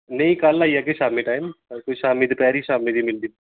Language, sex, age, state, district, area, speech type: Dogri, male, 30-45, Jammu and Kashmir, Reasi, urban, conversation